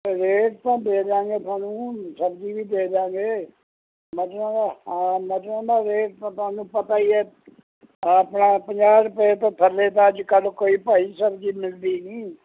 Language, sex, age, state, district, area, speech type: Punjabi, male, 60+, Punjab, Bathinda, rural, conversation